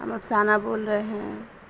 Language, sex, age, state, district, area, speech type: Urdu, female, 30-45, Uttar Pradesh, Mirzapur, rural, spontaneous